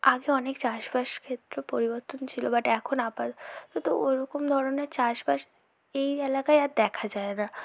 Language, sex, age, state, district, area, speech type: Bengali, female, 18-30, West Bengal, South 24 Parganas, rural, spontaneous